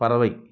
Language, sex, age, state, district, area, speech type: Tamil, male, 60+, Tamil Nadu, Krishnagiri, rural, read